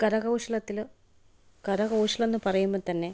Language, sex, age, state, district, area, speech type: Malayalam, female, 30-45, Kerala, Kannur, rural, spontaneous